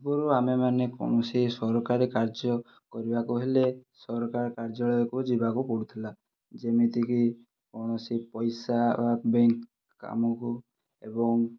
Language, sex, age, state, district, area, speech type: Odia, male, 30-45, Odisha, Kandhamal, rural, spontaneous